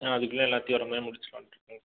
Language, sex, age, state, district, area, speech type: Tamil, male, 18-30, Tamil Nadu, Erode, rural, conversation